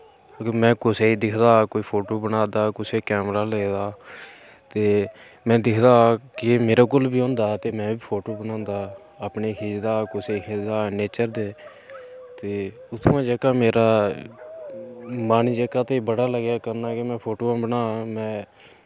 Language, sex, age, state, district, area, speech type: Dogri, male, 30-45, Jammu and Kashmir, Udhampur, rural, spontaneous